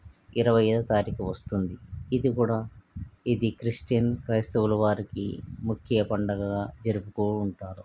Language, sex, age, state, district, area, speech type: Telugu, male, 45-60, Andhra Pradesh, Krishna, urban, spontaneous